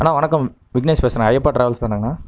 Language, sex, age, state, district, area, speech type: Tamil, male, 30-45, Tamil Nadu, Namakkal, rural, spontaneous